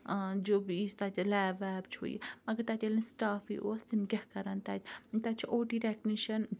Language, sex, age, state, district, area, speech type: Kashmiri, female, 30-45, Jammu and Kashmir, Ganderbal, rural, spontaneous